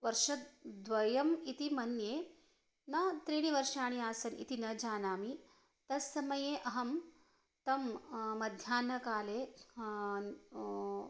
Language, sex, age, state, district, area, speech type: Sanskrit, female, 30-45, Karnataka, Shimoga, rural, spontaneous